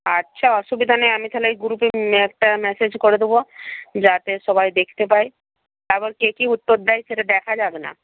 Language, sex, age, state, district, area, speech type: Bengali, female, 45-60, West Bengal, Purba Medinipur, rural, conversation